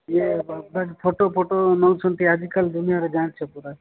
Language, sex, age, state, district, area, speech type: Odia, male, 45-60, Odisha, Nabarangpur, rural, conversation